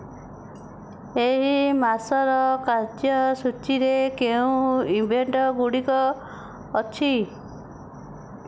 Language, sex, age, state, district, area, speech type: Odia, female, 60+, Odisha, Nayagarh, rural, read